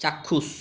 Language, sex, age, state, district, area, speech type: Bengali, male, 18-30, West Bengal, Purulia, rural, read